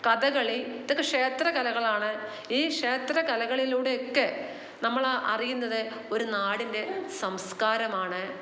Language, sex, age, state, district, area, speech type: Malayalam, female, 45-60, Kerala, Alappuzha, rural, spontaneous